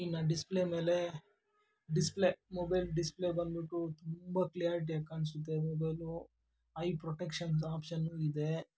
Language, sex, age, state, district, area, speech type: Kannada, male, 45-60, Karnataka, Kolar, rural, spontaneous